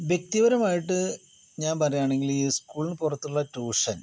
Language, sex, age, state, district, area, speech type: Malayalam, male, 45-60, Kerala, Palakkad, rural, spontaneous